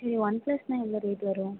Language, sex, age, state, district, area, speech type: Tamil, female, 18-30, Tamil Nadu, Perambalur, urban, conversation